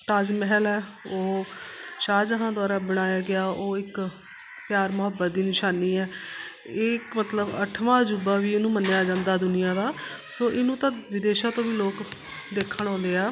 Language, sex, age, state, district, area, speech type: Punjabi, female, 30-45, Punjab, Shaheed Bhagat Singh Nagar, urban, spontaneous